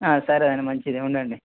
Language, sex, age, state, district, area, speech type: Telugu, male, 18-30, Telangana, Hanamkonda, urban, conversation